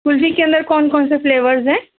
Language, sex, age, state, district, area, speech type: Urdu, female, 30-45, Maharashtra, Nashik, urban, conversation